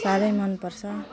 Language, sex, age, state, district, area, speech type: Nepali, female, 45-60, West Bengal, Alipurduar, rural, spontaneous